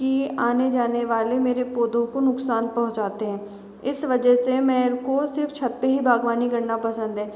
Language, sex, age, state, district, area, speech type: Hindi, female, 60+, Rajasthan, Jaipur, urban, spontaneous